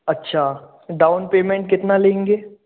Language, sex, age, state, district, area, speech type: Hindi, male, 18-30, Madhya Pradesh, Hoshangabad, urban, conversation